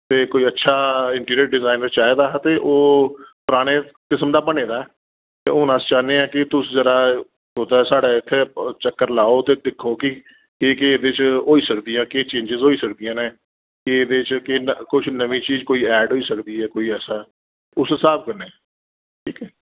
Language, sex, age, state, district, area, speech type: Dogri, male, 30-45, Jammu and Kashmir, Reasi, urban, conversation